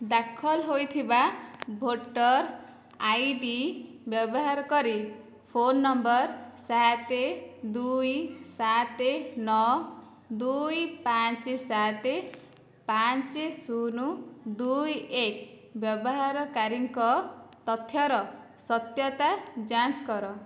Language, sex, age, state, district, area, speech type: Odia, female, 18-30, Odisha, Dhenkanal, rural, read